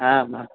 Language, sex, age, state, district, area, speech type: Sanskrit, male, 18-30, West Bengal, Purba Medinipur, rural, conversation